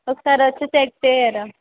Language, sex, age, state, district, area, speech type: Telugu, female, 18-30, Telangana, Ranga Reddy, urban, conversation